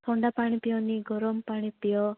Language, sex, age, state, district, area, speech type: Odia, female, 18-30, Odisha, Koraput, urban, conversation